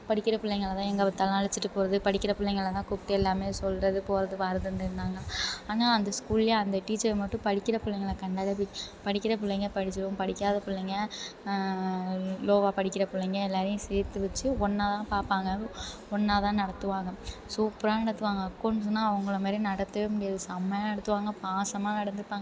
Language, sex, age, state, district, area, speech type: Tamil, female, 30-45, Tamil Nadu, Thanjavur, urban, spontaneous